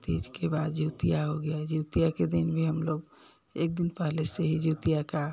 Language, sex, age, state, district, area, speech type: Hindi, female, 60+, Uttar Pradesh, Ghazipur, urban, spontaneous